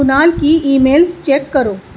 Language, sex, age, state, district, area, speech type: Urdu, female, 30-45, Delhi, East Delhi, rural, read